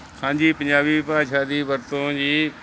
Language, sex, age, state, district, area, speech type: Punjabi, male, 60+, Punjab, Pathankot, urban, spontaneous